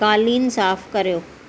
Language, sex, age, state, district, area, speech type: Sindhi, female, 45-60, Maharashtra, Thane, urban, read